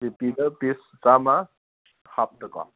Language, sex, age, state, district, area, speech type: Manipuri, male, 30-45, Manipur, Kangpokpi, urban, conversation